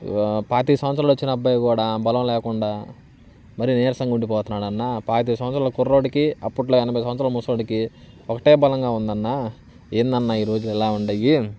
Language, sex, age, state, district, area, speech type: Telugu, male, 30-45, Andhra Pradesh, Bapatla, urban, spontaneous